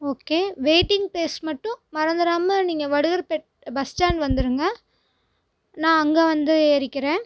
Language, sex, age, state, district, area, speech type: Tamil, female, 18-30, Tamil Nadu, Tiruchirappalli, rural, spontaneous